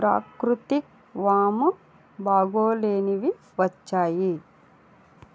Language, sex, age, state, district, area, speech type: Telugu, female, 60+, Andhra Pradesh, East Godavari, rural, read